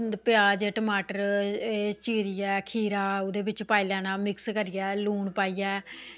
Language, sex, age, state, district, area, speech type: Dogri, female, 45-60, Jammu and Kashmir, Samba, rural, spontaneous